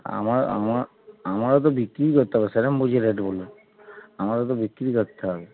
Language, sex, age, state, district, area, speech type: Bengali, male, 30-45, West Bengal, Darjeeling, rural, conversation